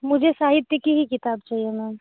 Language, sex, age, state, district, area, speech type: Hindi, female, 18-30, Uttar Pradesh, Azamgarh, rural, conversation